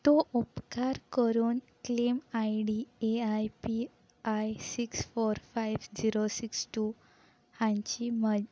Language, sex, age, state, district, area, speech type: Goan Konkani, female, 18-30, Goa, Salcete, rural, read